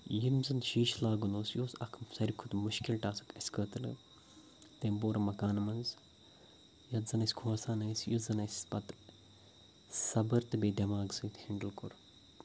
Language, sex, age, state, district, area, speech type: Kashmiri, male, 18-30, Jammu and Kashmir, Ganderbal, rural, spontaneous